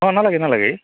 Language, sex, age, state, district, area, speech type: Assamese, male, 45-60, Assam, Goalpara, urban, conversation